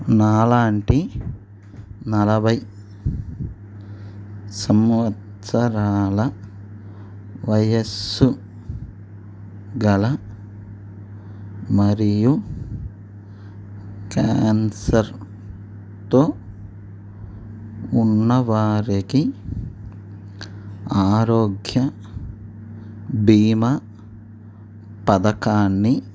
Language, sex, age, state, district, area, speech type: Telugu, male, 45-60, Andhra Pradesh, N T Rama Rao, urban, read